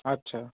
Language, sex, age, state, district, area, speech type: Bengali, male, 18-30, West Bengal, North 24 Parganas, urban, conversation